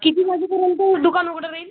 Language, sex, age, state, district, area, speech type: Marathi, male, 30-45, Maharashtra, Buldhana, rural, conversation